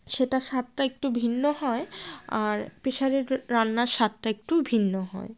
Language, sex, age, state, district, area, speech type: Bengali, female, 45-60, West Bengal, Jalpaiguri, rural, spontaneous